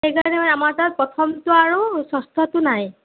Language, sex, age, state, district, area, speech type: Assamese, female, 18-30, Assam, Darrang, rural, conversation